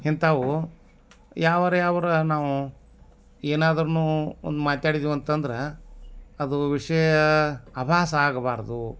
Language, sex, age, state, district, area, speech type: Kannada, male, 60+, Karnataka, Bagalkot, rural, spontaneous